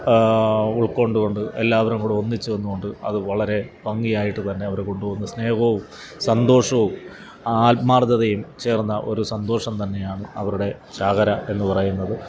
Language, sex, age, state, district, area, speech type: Malayalam, male, 45-60, Kerala, Alappuzha, urban, spontaneous